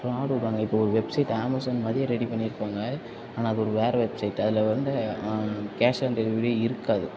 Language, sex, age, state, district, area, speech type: Tamil, male, 18-30, Tamil Nadu, Tirunelveli, rural, spontaneous